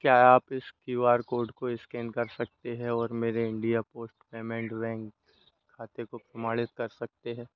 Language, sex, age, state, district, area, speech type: Hindi, male, 30-45, Madhya Pradesh, Hoshangabad, rural, read